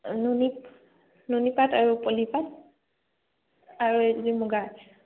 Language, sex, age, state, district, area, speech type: Assamese, female, 45-60, Assam, Biswanath, rural, conversation